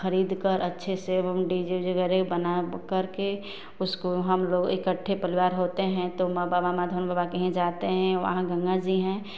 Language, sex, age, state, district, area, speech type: Hindi, female, 30-45, Uttar Pradesh, Ghazipur, urban, spontaneous